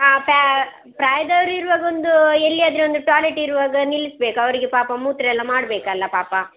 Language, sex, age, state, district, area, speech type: Kannada, female, 60+, Karnataka, Dakshina Kannada, rural, conversation